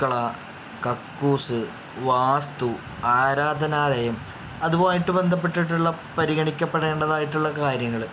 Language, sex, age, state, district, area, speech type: Malayalam, male, 45-60, Kerala, Palakkad, rural, spontaneous